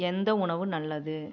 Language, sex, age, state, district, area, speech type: Tamil, female, 45-60, Tamil Nadu, Namakkal, rural, read